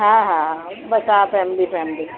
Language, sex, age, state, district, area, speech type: Sindhi, female, 30-45, Uttar Pradesh, Lucknow, rural, conversation